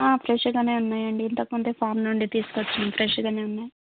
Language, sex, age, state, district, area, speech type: Telugu, female, 18-30, Telangana, Adilabad, rural, conversation